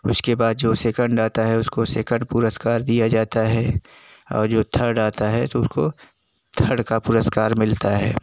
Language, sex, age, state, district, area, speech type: Hindi, male, 45-60, Uttar Pradesh, Jaunpur, rural, spontaneous